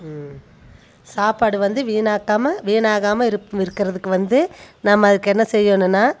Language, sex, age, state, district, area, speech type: Tamil, female, 30-45, Tamil Nadu, Coimbatore, rural, spontaneous